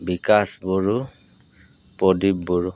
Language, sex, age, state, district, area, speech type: Assamese, male, 45-60, Assam, Golaghat, urban, spontaneous